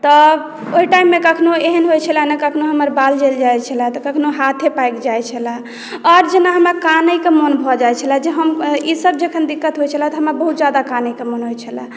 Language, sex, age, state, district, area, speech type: Maithili, female, 18-30, Bihar, Madhubani, rural, spontaneous